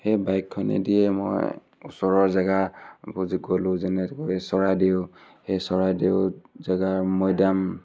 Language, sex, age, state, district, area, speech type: Assamese, male, 18-30, Assam, Sivasagar, rural, spontaneous